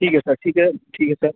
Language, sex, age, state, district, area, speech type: Hindi, male, 18-30, Uttar Pradesh, Chandauli, rural, conversation